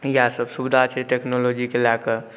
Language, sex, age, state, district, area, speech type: Maithili, male, 18-30, Bihar, Saharsa, rural, spontaneous